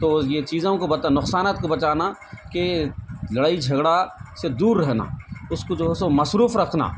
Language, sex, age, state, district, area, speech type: Urdu, male, 45-60, Telangana, Hyderabad, urban, spontaneous